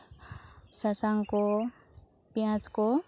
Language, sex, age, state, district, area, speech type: Santali, female, 18-30, West Bengal, Purulia, rural, spontaneous